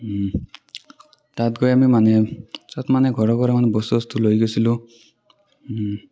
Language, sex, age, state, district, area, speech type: Assamese, male, 18-30, Assam, Barpeta, rural, spontaneous